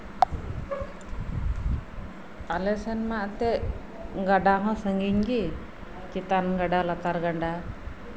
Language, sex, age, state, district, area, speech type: Santali, female, 30-45, West Bengal, Birbhum, rural, spontaneous